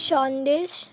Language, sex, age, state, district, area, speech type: Bengali, female, 18-30, West Bengal, Hooghly, urban, spontaneous